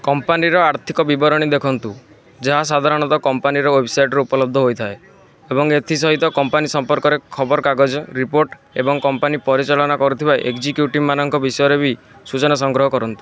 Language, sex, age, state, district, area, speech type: Odia, male, 18-30, Odisha, Kendrapara, urban, read